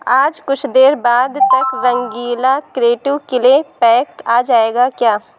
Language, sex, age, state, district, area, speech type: Urdu, female, 18-30, Uttar Pradesh, Lucknow, rural, read